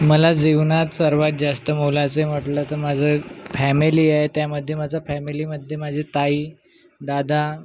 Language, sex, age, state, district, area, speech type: Marathi, male, 18-30, Maharashtra, Nagpur, urban, spontaneous